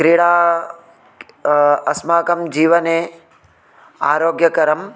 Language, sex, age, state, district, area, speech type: Sanskrit, male, 30-45, Telangana, Ranga Reddy, urban, spontaneous